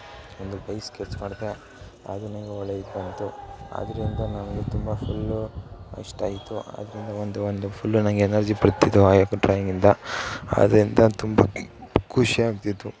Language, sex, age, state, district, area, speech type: Kannada, male, 18-30, Karnataka, Mysore, urban, spontaneous